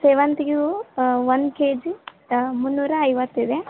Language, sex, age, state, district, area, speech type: Kannada, female, 18-30, Karnataka, Koppal, rural, conversation